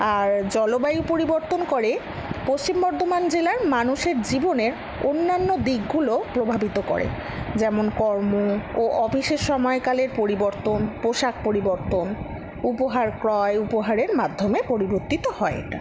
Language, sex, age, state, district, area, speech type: Bengali, female, 60+, West Bengal, Paschim Bardhaman, rural, spontaneous